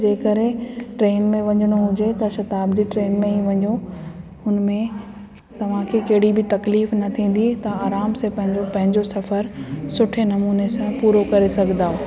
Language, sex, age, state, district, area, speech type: Sindhi, female, 30-45, Delhi, South Delhi, urban, spontaneous